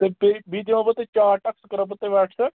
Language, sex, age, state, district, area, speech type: Kashmiri, male, 18-30, Jammu and Kashmir, Budgam, rural, conversation